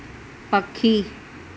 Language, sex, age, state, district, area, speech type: Sindhi, female, 45-60, Maharashtra, Thane, urban, read